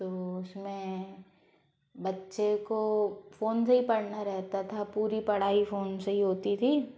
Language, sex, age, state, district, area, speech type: Hindi, female, 45-60, Madhya Pradesh, Bhopal, urban, spontaneous